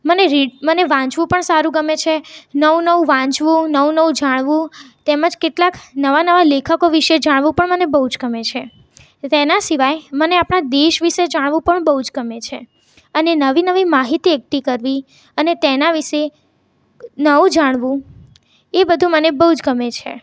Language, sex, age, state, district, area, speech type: Gujarati, female, 18-30, Gujarat, Mehsana, rural, spontaneous